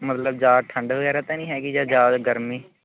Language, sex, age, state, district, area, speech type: Punjabi, male, 18-30, Punjab, Barnala, rural, conversation